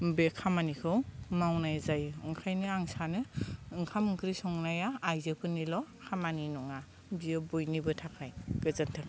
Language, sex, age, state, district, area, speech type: Bodo, female, 45-60, Assam, Kokrajhar, rural, spontaneous